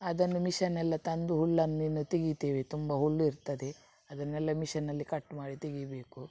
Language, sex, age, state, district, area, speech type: Kannada, female, 60+, Karnataka, Udupi, rural, spontaneous